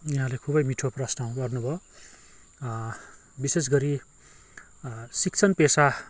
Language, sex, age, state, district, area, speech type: Nepali, male, 45-60, West Bengal, Kalimpong, rural, spontaneous